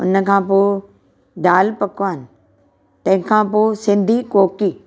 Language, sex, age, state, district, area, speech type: Sindhi, female, 60+, Maharashtra, Thane, urban, spontaneous